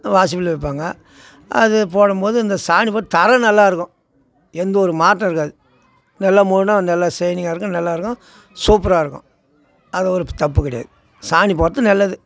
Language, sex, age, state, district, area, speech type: Tamil, male, 60+, Tamil Nadu, Tiruvannamalai, rural, spontaneous